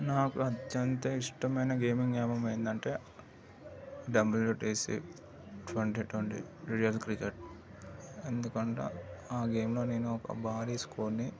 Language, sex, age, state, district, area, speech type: Telugu, male, 30-45, Telangana, Vikarabad, urban, spontaneous